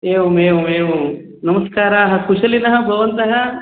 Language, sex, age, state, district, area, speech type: Sanskrit, male, 30-45, Telangana, Medak, rural, conversation